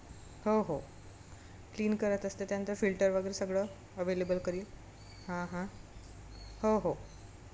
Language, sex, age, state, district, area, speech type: Marathi, female, 30-45, Maharashtra, Amravati, rural, spontaneous